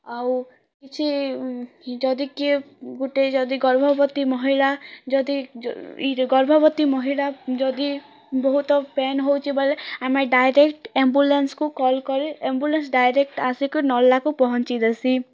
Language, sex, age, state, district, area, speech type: Odia, female, 18-30, Odisha, Kalahandi, rural, spontaneous